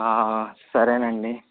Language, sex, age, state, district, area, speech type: Telugu, male, 18-30, Andhra Pradesh, Eluru, urban, conversation